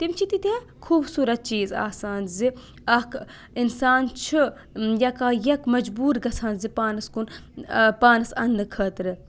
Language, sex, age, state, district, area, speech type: Kashmiri, female, 18-30, Jammu and Kashmir, Budgam, urban, spontaneous